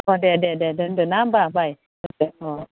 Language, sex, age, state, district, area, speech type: Bodo, female, 45-60, Assam, Udalguri, rural, conversation